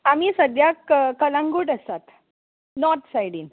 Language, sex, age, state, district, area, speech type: Goan Konkani, female, 18-30, Goa, Bardez, urban, conversation